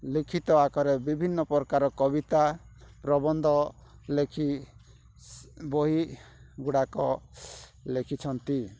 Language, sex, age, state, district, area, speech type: Odia, male, 30-45, Odisha, Rayagada, rural, spontaneous